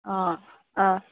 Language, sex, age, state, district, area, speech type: Assamese, female, 18-30, Assam, Morigaon, rural, conversation